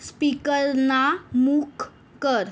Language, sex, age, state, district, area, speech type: Marathi, female, 18-30, Maharashtra, Yavatmal, rural, read